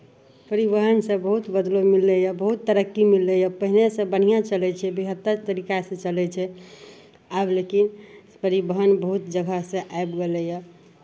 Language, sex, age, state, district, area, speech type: Maithili, female, 18-30, Bihar, Madhepura, rural, spontaneous